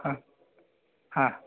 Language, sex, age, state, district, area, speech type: Sanskrit, male, 18-30, Karnataka, Bagalkot, urban, conversation